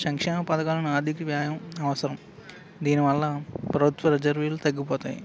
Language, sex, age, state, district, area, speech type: Telugu, male, 30-45, Andhra Pradesh, Alluri Sitarama Raju, rural, spontaneous